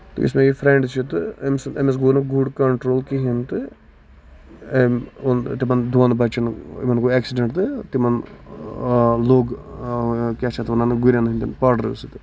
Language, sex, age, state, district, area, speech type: Kashmiri, male, 18-30, Jammu and Kashmir, Budgam, rural, spontaneous